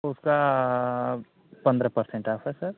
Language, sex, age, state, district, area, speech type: Hindi, male, 18-30, Uttar Pradesh, Azamgarh, rural, conversation